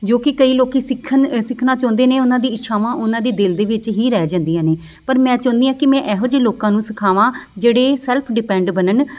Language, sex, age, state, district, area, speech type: Punjabi, female, 30-45, Punjab, Amritsar, urban, spontaneous